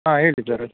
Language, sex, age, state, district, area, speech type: Kannada, male, 45-60, Karnataka, Udupi, rural, conversation